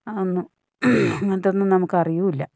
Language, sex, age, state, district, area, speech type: Malayalam, female, 60+, Kerala, Wayanad, rural, spontaneous